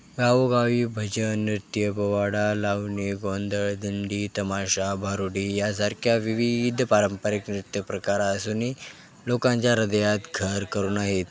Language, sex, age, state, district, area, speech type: Marathi, male, 18-30, Maharashtra, Nanded, rural, spontaneous